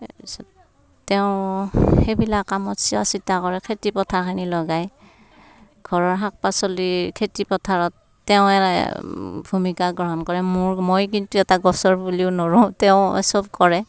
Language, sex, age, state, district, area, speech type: Assamese, female, 60+, Assam, Darrang, rural, spontaneous